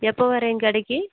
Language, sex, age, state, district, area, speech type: Tamil, female, 30-45, Tamil Nadu, Erode, rural, conversation